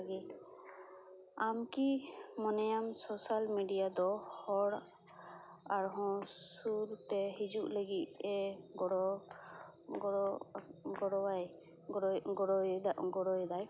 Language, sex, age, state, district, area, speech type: Santali, female, 18-30, West Bengal, Purba Bardhaman, rural, spontaneous